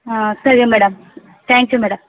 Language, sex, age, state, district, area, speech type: Kannada, female, 30-45, Karnataka, Chamarajanagar, rural, conversation